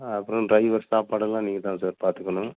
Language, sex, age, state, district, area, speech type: Tamil, male, 45-60, Tamil Nadu, Dharmapuri, rural, conversation